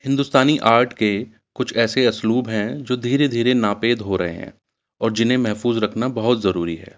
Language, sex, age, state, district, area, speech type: Urdu, male, 45-60, Uttar Pradesh, Ghaziabad, urban, spontaneous